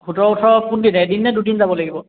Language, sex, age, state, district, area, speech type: Assamese, male, 18-30, Assam, Charaideo, urban, conversation